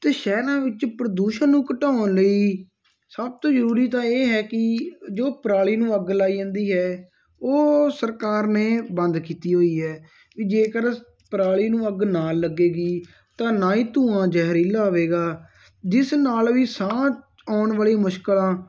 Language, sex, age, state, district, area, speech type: Punjabi, male, 18-30, Punjab, Muktsar, rural, spontaneous